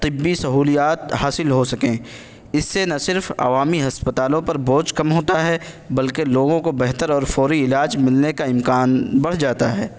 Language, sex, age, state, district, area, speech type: Urdu, male, 18-30, Uttar Pradesh, Saharanpur, urban, spontaneous